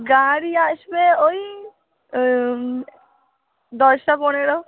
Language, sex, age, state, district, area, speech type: Bengali, female, 18-30, West Bengal, Darjeeling, rural, conversation